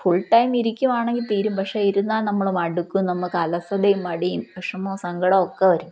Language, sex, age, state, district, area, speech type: Malayalam, female, 30-45, Kerala, Palakkad, rural, spontaneous